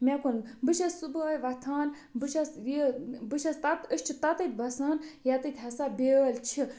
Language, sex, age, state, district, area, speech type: Kashmiri, other, 30-45, Jammu and Kashmir, Budgam, rural, spontaneous